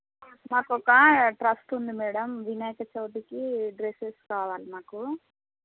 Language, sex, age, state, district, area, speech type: Telugu, female, 30-45, Telangana, Warangal, rural, conversation